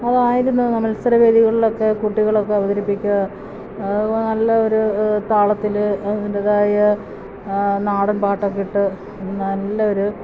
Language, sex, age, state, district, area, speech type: Malayalam, female, 45-60, Kerala, Kottayam, rural, spontaneous